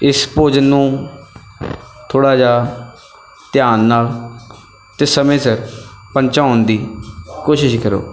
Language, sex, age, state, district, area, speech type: Punjabi, male, 18-30, Punjab, Bathinda, rural, spontaneous